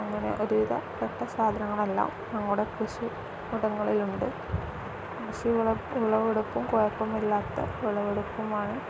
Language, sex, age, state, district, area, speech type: Malayalam, female, 18-30, Kerala, Kozhikode, rural, spontaneous